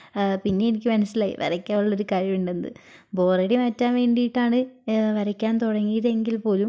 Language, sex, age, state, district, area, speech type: Malayalam, female, 18-30, Kerala, Wayanad, rural, spontaneous